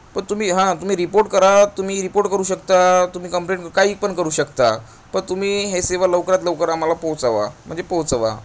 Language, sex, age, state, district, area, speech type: Marathi, male, 18-30, Maharashtra, Gadchiroli, rural, spontaneous